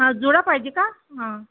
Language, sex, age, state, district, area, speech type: Marathi, female, 30-45, Maharashtra, Thane, urban, conversation